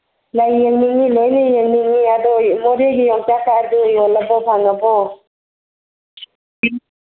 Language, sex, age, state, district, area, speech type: Manipuri, female, 45-60, Manipur, Churachandpur, urban, conversation